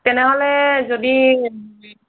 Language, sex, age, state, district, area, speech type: Assamese, female, 30-45, Assam, Sonitpur, rural, conversation